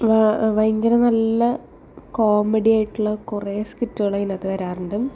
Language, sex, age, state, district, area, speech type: Malayalam, female, 18-30, Kerala, Thrissur, urban, spontaneous